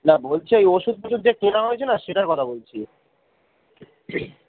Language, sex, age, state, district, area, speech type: Bengali, male, 45-60, West Bengal, Hooghly, rural, conversation